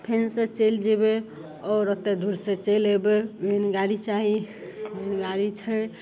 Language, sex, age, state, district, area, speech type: Maithili, female, 18-30, Bihar, Madhepura, rural, spontaneous